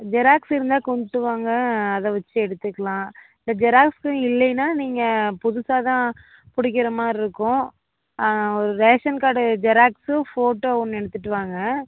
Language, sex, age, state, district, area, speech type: Tamil, female, 30-45, Tamil Nadu, Namakkal, rural, conversation